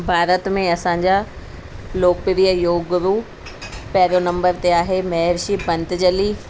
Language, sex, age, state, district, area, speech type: Sindhi, female, 45-60, Delhi, South Delhi, rural, spontaneous